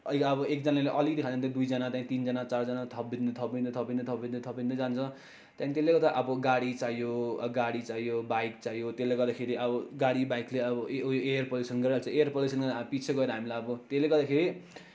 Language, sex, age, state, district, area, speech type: Nepali, male, 30-45, West Bengal, Darjeeling, rural, spontaneous